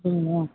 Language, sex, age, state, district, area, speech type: Tamil, female, 30-45, Tamil Nadu, Mayiladuthurai, urban, conversation